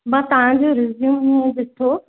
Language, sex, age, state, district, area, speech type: Sindhi, female, 45-60, Madhya Pradesh, Katni, urban, conversation